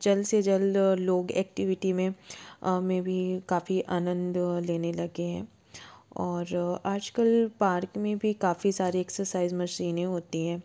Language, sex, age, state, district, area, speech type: Hindi, female, 30-45, Madhya Pradesh, Jabalpur, urban, spontaneous